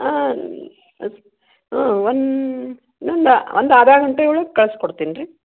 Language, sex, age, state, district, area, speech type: Kannada, female, 60+, Karnataka, Gadag, rural, conversation